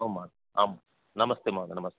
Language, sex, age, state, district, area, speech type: Sanskrit, male, 60+, Karnataka, Bangalore Urban, urban, conversation